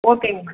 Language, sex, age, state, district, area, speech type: Tamil, female, 30-45, Tamil Nadu, Madurai, rural, conversation